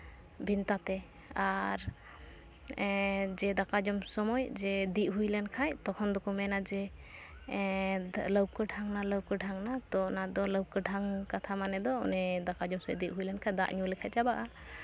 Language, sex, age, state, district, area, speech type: Santali, female, 18-30, West Bengal, Uttar Dinajpur, rural, spontaneous